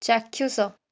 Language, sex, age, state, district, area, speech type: Odia, female, 18-30, Odisha, Jajpur, rural, read